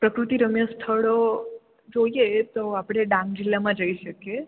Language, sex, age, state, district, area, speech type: Gujarati, female, 18-30, Gujarat, Surat, urban, conversation